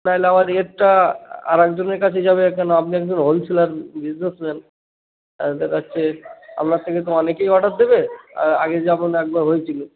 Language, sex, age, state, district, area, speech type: Bengali, male, 30-45, West Bengal, Cooch Behar, urban, conversation